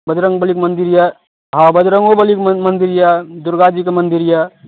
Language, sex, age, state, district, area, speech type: Maithili, male, 45-60, Bihar, Madhepura, rural, conversation